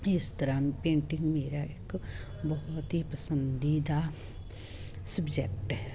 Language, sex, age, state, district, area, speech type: Punjabi, female, 30-45, Punjab, Muktsar, urban, spontaneous